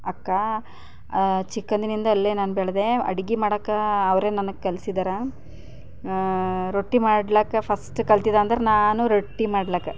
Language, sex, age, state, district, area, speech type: Kannada, female, 30-45, Karnataka, Bidar, rural, spontaneous